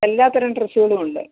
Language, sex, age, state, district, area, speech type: Malayalam, female, 60+, Kerala, Pathanamthitta, rural, conversation